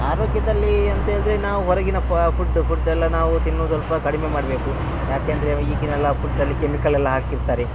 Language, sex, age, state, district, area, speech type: Kannada, male, 30-45, Karnataka, Dakshina Kannada, rural, spontaneous